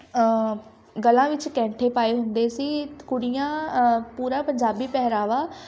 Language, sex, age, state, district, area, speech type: Punjabi, female, 18-30, Punjab, Shaheed Bhagat Singh Nagar, rural, spontaneous